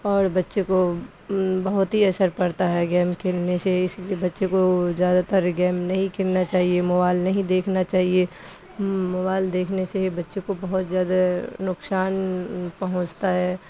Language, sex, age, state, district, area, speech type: Urdu, female, 45-60, Bihar, Khagaria, rural, spontaneous